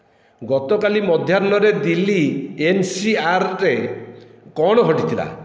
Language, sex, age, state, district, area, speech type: Odia, male, 60+, Odisha, Khordha, rural, read